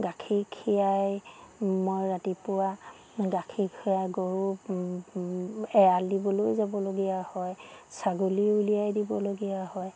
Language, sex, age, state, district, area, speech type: Assamese, female, 45-60, Assam, Sivasagar, rural, spontaneous